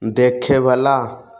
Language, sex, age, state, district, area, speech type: Maithili, male, 18-30, Bihar, Samastipur, rural, read